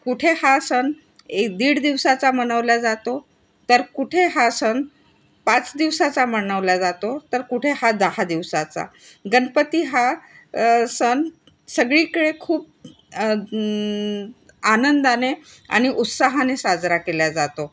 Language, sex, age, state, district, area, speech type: Marathi, female, 60+, Maharashtra, Nagpur, urban, spontaneous